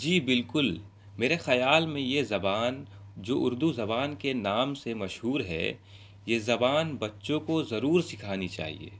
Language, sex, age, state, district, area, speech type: Urdu, male, 18-30, Bihar, Araria, rural, spontaneous